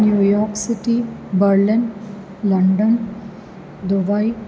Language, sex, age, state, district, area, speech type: Sindhi, female, 45-60, Rajasthan, Ajmer, urban, spontaneous